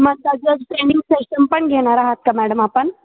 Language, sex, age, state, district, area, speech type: Marathi, female, 18-30, Maharashtra, Ahmednagar, rural, conversation